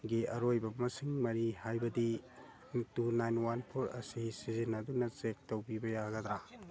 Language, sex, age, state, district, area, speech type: Manipuri, male, 45-60, Manipur, Churachandpur, urban, read